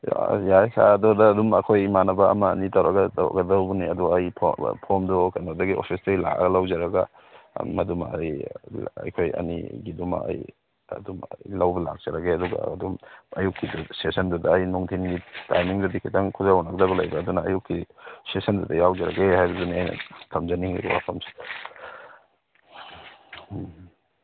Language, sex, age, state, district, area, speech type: Manipuri, male, 45-60, Manipur, Churachandpur, rural, conversation